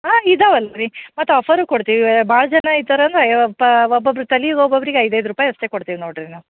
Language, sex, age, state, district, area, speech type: Kannada, female, 30-45, Karnataka, Dharwad, urban, conversation